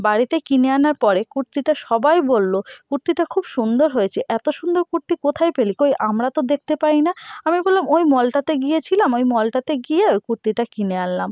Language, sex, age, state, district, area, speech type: Bengali, female, 18-30, West Bengal, North 24 Parganas, rural, spontaneous